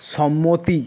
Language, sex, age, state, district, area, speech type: Bengali, male, 30-45, West Bengal, Jhargram, rural, read